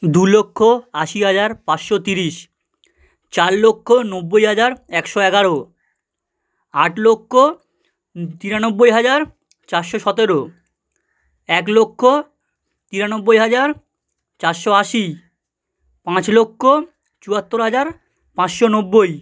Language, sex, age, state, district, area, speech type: Bengali, male, 18-30, West Bengal, South 24 Parganas, rural, spontaneous